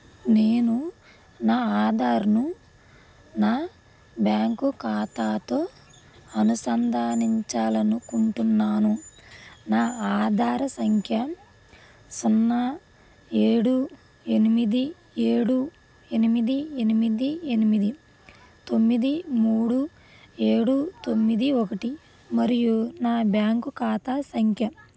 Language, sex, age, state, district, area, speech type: Telugu, female, 30-45, Andhra Pradesh, Krishna, rural, read